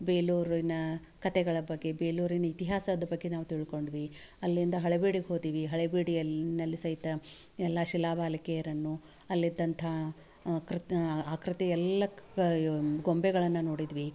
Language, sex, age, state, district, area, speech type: Kannada, female, 45-60, Karnataka, Dharwad, rural, spontaneous